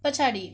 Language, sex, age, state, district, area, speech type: Nepali, female, 18-30, West Bengal, Darjeeling, rural, read